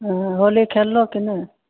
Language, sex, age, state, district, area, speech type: Maithili, female, 45-60, Bihar, Begusarai, rural, conversation